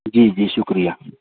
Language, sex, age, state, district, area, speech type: Urdu, male, 30-45, Maharashtra, Nashik, urban, conversation